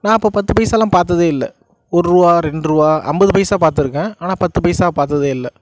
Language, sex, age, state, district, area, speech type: Tamil, male, 18-30, Tamil Nadu, Nagapattinam, rural, spontaneous